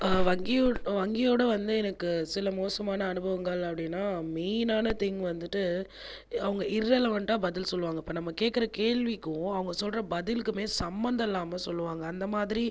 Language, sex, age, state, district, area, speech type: Tamil, female, 30-45, Tamil Nadu, Viluppuram, urban, spontaneous